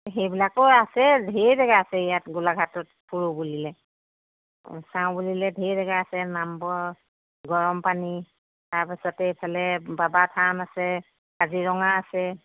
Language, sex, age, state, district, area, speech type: Assamese, female, 45-60, Assam, Golaghat, urban, conversation